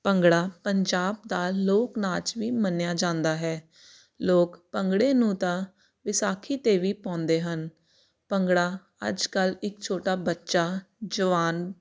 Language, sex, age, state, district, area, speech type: Punjabi, female, 18-30, Punjab, Jalandhar, urban, spontaneous